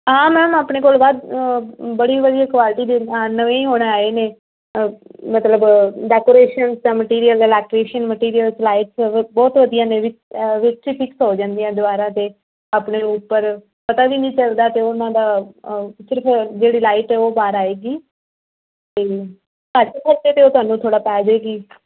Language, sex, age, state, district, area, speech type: Punjabi, female, 18-30, Punjab, Fazilka, rural, conversation